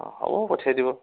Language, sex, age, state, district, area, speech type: Assamese, male, 45-60, Assam, Dhemaji, rural, conversation